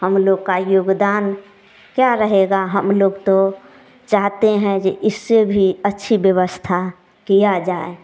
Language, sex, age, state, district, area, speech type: Hindi, female, 30-45, Bihar, Samastipur, rural, spontaneous